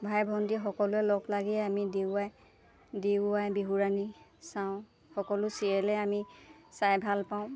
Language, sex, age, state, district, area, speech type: Assamese, female, 18-30, Assam, Lakhimpur, urban, spontaneous